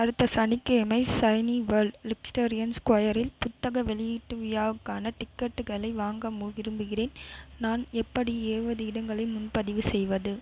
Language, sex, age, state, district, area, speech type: Tamil, female, 18-30, Tamil Nadu, Vellore, urban, read